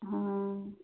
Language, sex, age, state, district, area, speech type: Hindi, female, 45-60, Uttar Pradesh, Ayodhya, rural, conversation